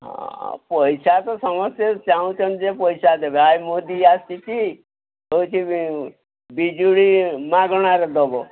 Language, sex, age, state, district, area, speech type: Odia, male, 60+, Odisha, Mayurbhanj, rural, conversation